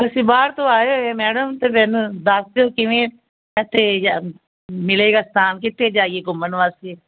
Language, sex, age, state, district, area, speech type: Punjabi, female, 60+, Punjab, Fazilka, rural, conversation